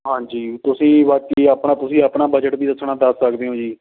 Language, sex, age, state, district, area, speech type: Punjabi, male, 60+, Punjab, Shaheed Bhagat Singh Nagar, rural, conversation